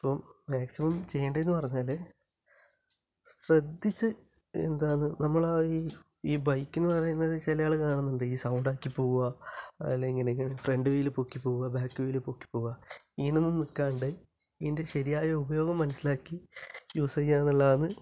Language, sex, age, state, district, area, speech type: Malayalam, male, 30-45, Kerala, Kasaragod, urban, spontaneous